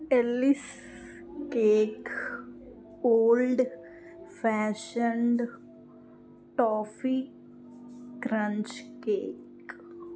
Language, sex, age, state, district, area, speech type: Telugu, female, 18-30, Andhra Pradesh, Krishna, rural, spontaneous